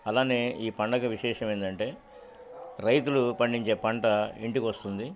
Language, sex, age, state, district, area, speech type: Telugu, male, 60+, Andhra Pradesh, Guntur, urban, spontaneous